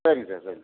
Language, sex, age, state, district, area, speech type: Tamil, male, 60+, Tamil Nadu, Tiruvarur, rural, conversation